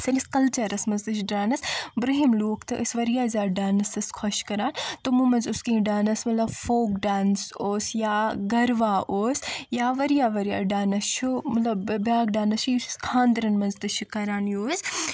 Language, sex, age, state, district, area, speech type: Kashmiri, female, 30-45, Jammu and Kashmir, Bandipora, urban, spontaneous